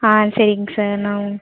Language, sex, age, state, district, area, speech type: Tamil, female, 18-30, Tamil Nadu, Kallakurichi, urban, conversation